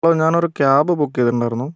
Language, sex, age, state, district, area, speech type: Malayalam, female, 18-30, Kerala, Wayanad, rural, spontaneous